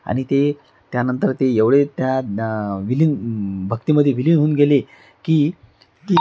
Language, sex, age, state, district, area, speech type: Marathi, male, 30-45, Maharashtra, Amravati, rural, spontaneous